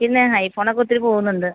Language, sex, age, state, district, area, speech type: Malayalam, female, 45-60, Kerala, Kottayam, rural, conversation